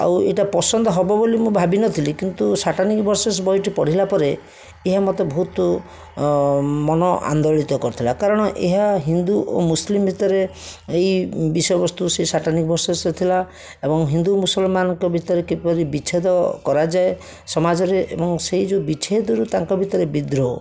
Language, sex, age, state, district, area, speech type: Odia, male, 60+, Odisha, Jajpur, rural, spontaneous